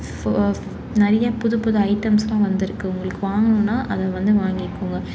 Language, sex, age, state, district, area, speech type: Tamil, female, 18-30, Tamil Nadu, Salem, urban, spontaneous